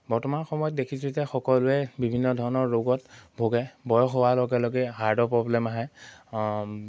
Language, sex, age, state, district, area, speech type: Assamese, male, 18-30, Assam, Majuli, urban, spontaneous